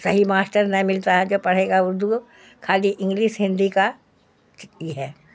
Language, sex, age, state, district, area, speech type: Urdu, female, 60+, Bihar, Khagaria, rural, spontaneous